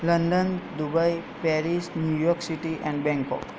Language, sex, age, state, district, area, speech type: Gujarati, male, 18-30, Gujarat, Aravalli, urban, spontaneous